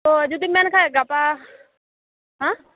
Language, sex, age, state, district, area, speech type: Santali, female, 18-30, West Bengal, Malda, rural, conversation